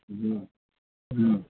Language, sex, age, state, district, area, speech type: Gujarati, male, 45-60, Gujarat, Ahmedabad, urban, conversation